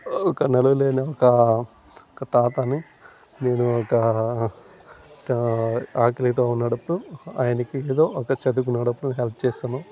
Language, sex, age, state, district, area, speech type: Telugu, male, 30-45, Andhra Pradesh, Sri Balaji, urban, spontaneous